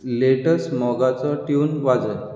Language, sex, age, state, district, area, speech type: Goan Konkani, male, 45-60, Goa, Bardez, urban, read